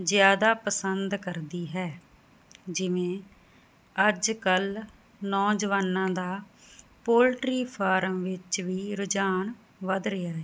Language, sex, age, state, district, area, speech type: Punjabi, female, 30-45, Punjab, Muktsar, urban, spontaneous